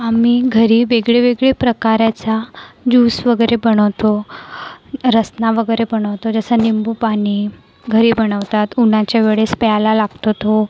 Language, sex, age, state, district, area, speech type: Marathi, female, 18-30, Maharashtra, Nagpur, urban, spontaneous